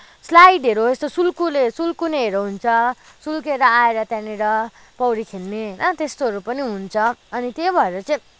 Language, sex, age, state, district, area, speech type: Nepali, female, 30-45, West Bengal, Kalimpong, rural, spontaneous